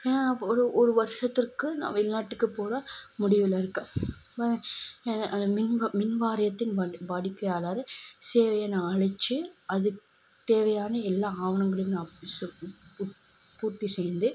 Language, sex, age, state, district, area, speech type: Tamil, female, 18-30, Tamil Nadu, Kanchipuram, urban, spontaneous